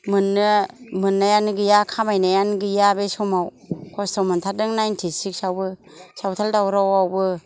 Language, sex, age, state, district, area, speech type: Bodo, female, 60+, Assam, Kokrajhar, rural, spontaneous